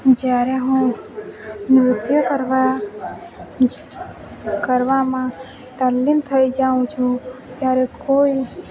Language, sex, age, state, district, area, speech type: Gujarati, female, 18-30, Gujarat, Valsad, rural, spontaneous